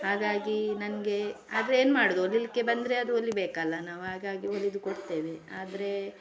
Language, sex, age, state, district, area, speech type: Kannada, female, 45-60, Karnataka, Udupi, rural, spontaneous